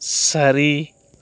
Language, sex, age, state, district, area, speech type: Tamil, male, 45-60, Tamil Nadu, Cuddalore, rural, read